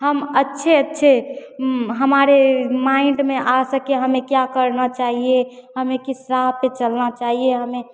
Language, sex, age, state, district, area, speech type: Hindi, female, 18-30, Bihar, Begusarai, rural, spontaneous